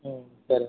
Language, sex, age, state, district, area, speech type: Telugu, male, 45-60, Andhra Pradesh, Kakinada, urban, conversation